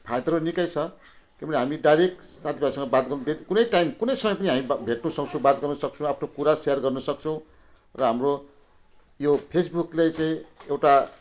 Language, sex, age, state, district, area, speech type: Nepali, female, 60+, West Bengal, Jalpaiguri, rural, spontaneous